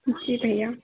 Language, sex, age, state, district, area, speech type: Hindi, female, 18-30, Madhya Pradesh, Chhindwara, urban, conversation